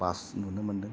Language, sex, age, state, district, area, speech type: Bodo, male, 30-45, Assam, Kokrajhar, rural, spontaneous